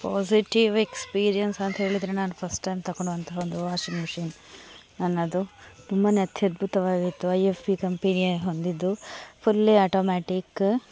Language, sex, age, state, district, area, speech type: Kannada, female, 30-45, Karnataka, Udupi, rural, spontaneous